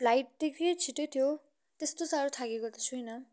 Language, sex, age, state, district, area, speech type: Nepali, female, 18-30, West Bengal, Kalimpong, rural, spontaneous